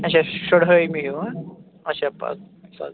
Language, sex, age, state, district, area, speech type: Kashmiri, male, 30-45, Jammu and Kashmir, Shopian, urban, conversation